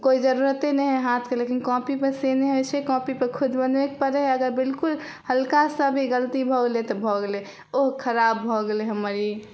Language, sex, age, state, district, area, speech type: Maithili, female, 18-30, Bihar, Samastipur, urban, spontaneous